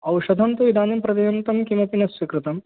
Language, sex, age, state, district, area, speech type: Sanskrit, male, 18-30, Bihar, East Champaran, urban, conversation